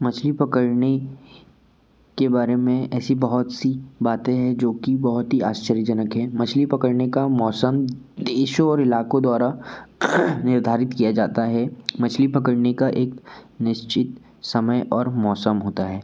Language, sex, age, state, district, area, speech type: Hindi, male, 18-30, Madhya Pradesh, Betul, urban, spontaneous